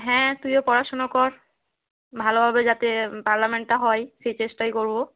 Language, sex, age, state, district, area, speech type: Bengali, female, 18-30, West Bengal, Nadia, rural, conversation